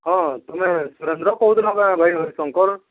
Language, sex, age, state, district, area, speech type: Odia, male, 45-60, Odisha, Nuapada, urban, conversation